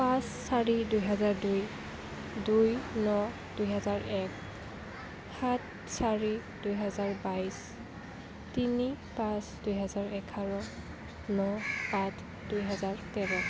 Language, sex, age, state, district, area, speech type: Assamese, female, 18-30, Assam, Kamrup Metropolitan, urban, spontaneous